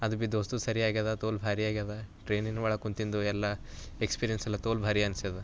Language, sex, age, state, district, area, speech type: Kannada, male, 18-30, Karnataka, Bidar, urban, spontaneous